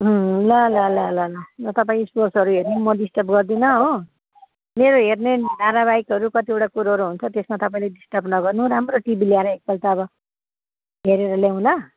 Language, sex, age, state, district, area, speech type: Nepali, female, 60+, West Bengal, Kalimpong, rural, conversation